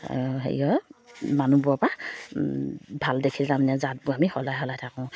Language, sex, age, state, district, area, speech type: Assamese, female, 30-45, Assam, Sivasagar, rural, spontaneous